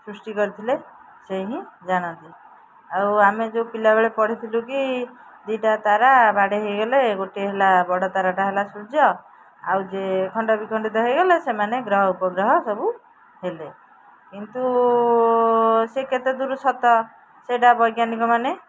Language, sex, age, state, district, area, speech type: Odia, female, 45-60, Odisha, Jagatsinghpur, rural, spontaneous